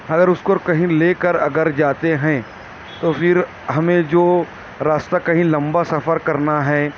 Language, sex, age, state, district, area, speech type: Urdu, male, 30-45, Maharashtra, Nashik, urban, spontaneous